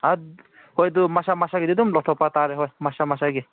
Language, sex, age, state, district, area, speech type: Manipuri, male, 18-30, Manipur, Senapati, rural, conversation